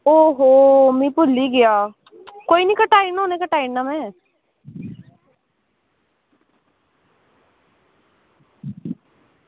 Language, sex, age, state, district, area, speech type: Dogri, female, 18-30, Jammu and Kashmir, Samba, rural, conversation